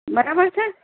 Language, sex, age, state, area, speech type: Gujarati, female, 30-45, Gujarat, urban, conversation